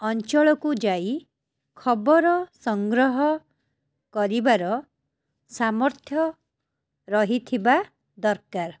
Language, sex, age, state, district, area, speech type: Odia, female, 30-45, Odisha, Cuttack, urban, spontaneous